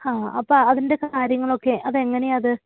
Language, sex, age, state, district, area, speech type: Malayalam, female, 18-30, Kerala, Wayanad, rural, conversation